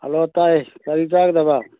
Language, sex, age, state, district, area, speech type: Manipuri, male, 45-60, Manipur, Churachandpur, rural, conversation